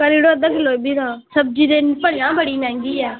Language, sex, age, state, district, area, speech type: Dogri, female, 18-30, Jammu and Kashmir, Samba, rural, conversation